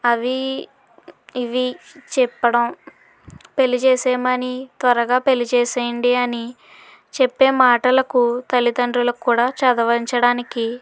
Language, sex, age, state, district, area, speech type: Telugu, female, 60+, Andhra Pradesh, Kakinada, rural, spontaneous